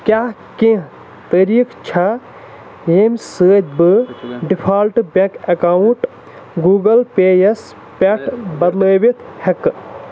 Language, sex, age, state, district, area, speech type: Kashmiri, male, 45-60, Jammu and Kashmir, Baramulla, rural, read